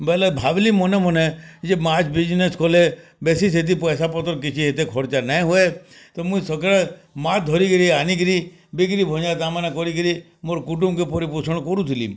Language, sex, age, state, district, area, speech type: Odia, male, 60+, Odisha, Bargarh, urban, spontaneous